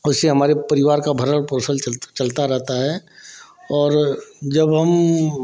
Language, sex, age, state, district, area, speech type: Hindi, male, 45-60, Uttar Pradesh, Varanasi, urban, spontaneous